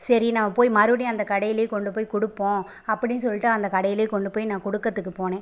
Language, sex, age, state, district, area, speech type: Tamil, female, 30-45, Tamil Nadu, Pudukkottai, rural, spontaneous